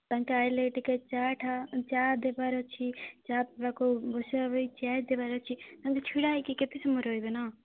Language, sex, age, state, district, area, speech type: Odia, female, 18-30, Odisha, Malkangiri, urban, conversation